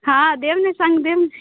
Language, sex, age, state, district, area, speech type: Maithili, female, 18-30, Bihar, Muzaffarpur, rural, conversation